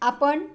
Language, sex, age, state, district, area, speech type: Marathi, female, 60+, Maharashtra, Pune, urban, spontaneous